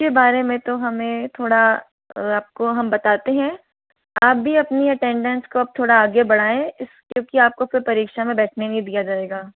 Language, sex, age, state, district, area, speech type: Hindi, female, 30-45, Rajasthan, Jaipur, urban, conversation